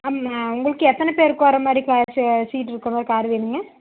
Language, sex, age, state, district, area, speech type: Tamil, female, 18-30, Tamil Nadu, Coimbatore, rural, conversation